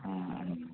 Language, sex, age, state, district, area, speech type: Malayalam, male, 30-45, Kerala, Malappuram, rural, conversation